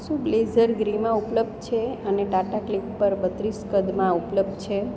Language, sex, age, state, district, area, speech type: Gujarati, female, 30-45, Gujarat, Surat, urban, read